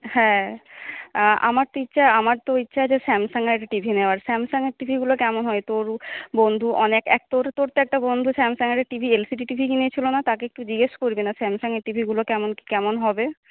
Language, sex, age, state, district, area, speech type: Bengali, female, 18-30, West Bengal, Paschim Medinipur, rural, conversation